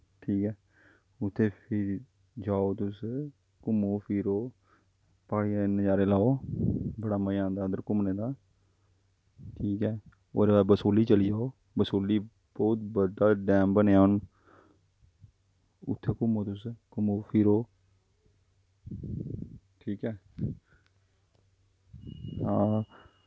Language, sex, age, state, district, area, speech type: Dogri, male, 30-45, Jammu and Kashmir, Jammu, rural, spontaneous